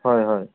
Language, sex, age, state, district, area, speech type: Assamese, male, 30-45, Assam, Udalguri, rural, conversation